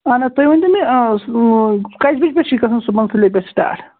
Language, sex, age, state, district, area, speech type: Kashmiri, male, 30-45, Jammu and Kashmir, Pulwama, rural, conversation